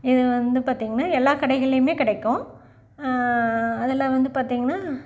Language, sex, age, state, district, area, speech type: Tamil, female, 45-60, Tamil Nadu, Salem, rural, spontaneous